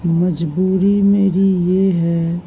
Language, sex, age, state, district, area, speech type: Urdu, male, 30-45, Uttar Pradesh, Gautam Buddha Nagar, urban, spontaneous